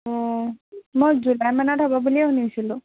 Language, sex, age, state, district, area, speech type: Assamese, female, 18-30, Assam, Sivasagar, urban, conversation